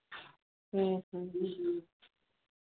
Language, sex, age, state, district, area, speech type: Hindi, female, 45-60, Uttar Pradesh, Ayodhya, rural, conversation